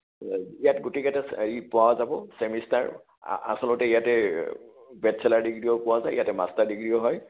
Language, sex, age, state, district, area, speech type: Assamese, male, 60+, Assam, Kamrup Metropolitan, urban, conversation